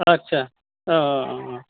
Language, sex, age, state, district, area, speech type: Bodo, male, 60+, Assam, Kokrajhar, rural, conversation